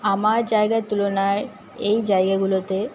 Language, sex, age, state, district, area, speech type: Bengali, female, 18-30, West Bengal, Paschim Bardhaman, rural, spontaneous